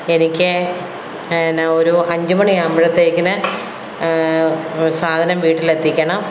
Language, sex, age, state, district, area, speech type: Malayalam, female, 45-60, Kerala, Kottayam, rural, spontaneous